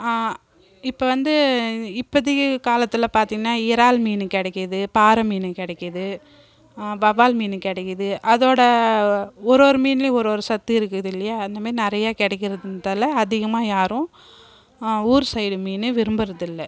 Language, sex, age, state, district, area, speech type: Tamil, female, 30-45, Tamil Nadu, Kallakurichi, rural, spontaneous